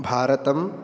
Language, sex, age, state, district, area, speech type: Sanskrit, male, 18-30, Tamil Nadu, Kanchipuram, urban, spontaneous